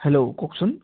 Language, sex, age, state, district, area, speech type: Assamese, male, 30-45, Assam, Udalguri, rural, conversation